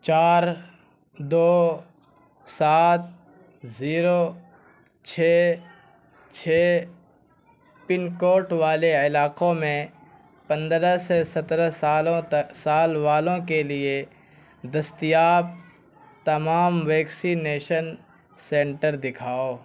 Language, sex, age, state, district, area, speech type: Urdu, male, 18-30, Bihar, Purnia, rural, read